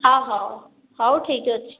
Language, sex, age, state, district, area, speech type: Odia, female, 30-45, Odisha, Khordha, rural, conversation